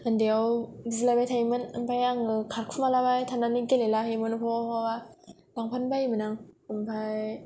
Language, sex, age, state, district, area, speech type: Bodo, female, 18-30, Assam, Kokrajhar, rural, spontaneous